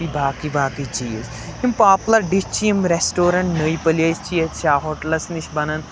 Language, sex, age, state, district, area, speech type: Kashmiri, male, 18-30, Jammu and Kashmir, Pulwama, urban, spontaneous